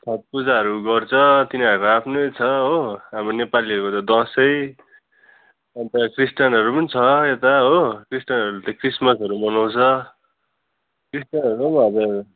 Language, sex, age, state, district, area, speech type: Nepali, male, 30-45, West Bengal, Darjeeling, rural, conversation